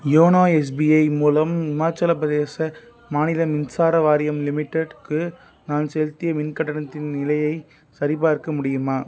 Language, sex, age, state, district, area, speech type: Tamil, male, 18-30, Tamil Nadu, Tiruppur, rural, read